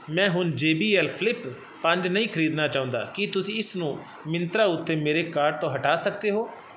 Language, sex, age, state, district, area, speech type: Punjabi, male, 30-45, Punjab, Fazilka, urban, read